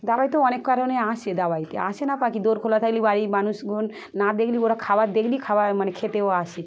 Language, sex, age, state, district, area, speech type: Bengali, female, 30-45, West Bengal, Dakshin Dinajpur, urban, spontaneous